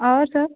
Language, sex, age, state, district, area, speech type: Hindi, female, 30-45, Uttar Pradesh, Azamgarh, rural, conversation